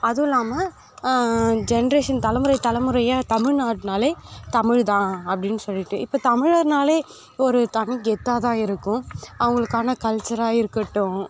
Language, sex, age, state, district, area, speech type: Tamil, female, 18-30, Tamil Nadu, Perambalur, urban, spontaneous